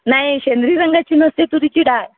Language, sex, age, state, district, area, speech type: Marathi, female, 30-45, Maharashtra, Amravati, urban, conversation